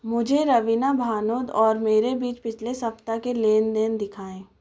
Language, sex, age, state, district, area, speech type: Hindi, female, 18-30, Madhya Pradesh, Chhindwara, urban, read